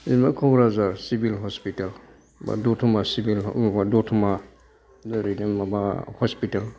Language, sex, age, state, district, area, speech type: Bodo, male, 60+, Assam, Kokrajhar, urban, spontaneous